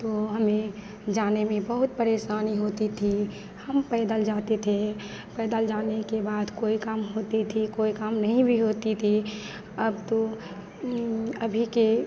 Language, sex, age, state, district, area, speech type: Hindi, female, 18-30, Bihar, Madhepura, rural, spontaneous